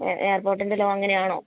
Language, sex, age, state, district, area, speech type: Malayalam, female, 45-60, Kerala, Idukki, rural, conversation